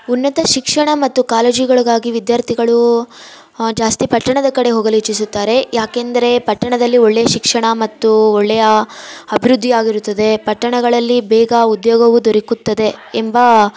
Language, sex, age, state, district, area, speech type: Kannada, female, 18-30, Karnataka, Kolar, rural, spontaneous